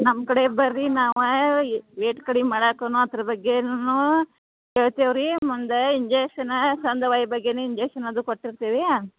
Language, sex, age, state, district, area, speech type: Kannada, female, 60+, Karnataka, Belgaum, rural, conversation